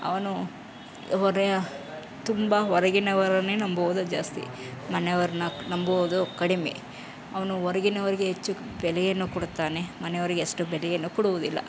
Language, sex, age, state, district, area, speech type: Kannada, female, 30-45, Karnataka, Chamarajanagar, rural, spontaneous